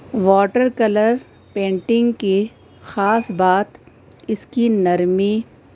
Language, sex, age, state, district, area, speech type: Urdu, female, 45-60, Delhi, North East Delhi, urban, spontaneous